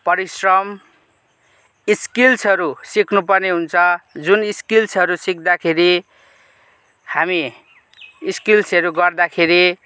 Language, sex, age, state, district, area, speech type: Nepali, male, 18-30, West Bengal, Kalimpong, rural, spontaneous